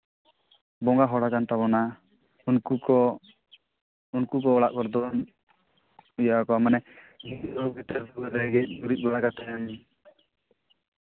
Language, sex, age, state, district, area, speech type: Santali, male, 18-30, Jharkhand, East Singhbhum, rural, conversation